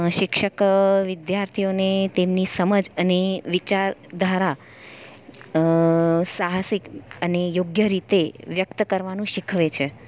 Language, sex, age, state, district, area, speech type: Gujarati, female, 30-45, Gujarat, Valsad, rural, spontaneous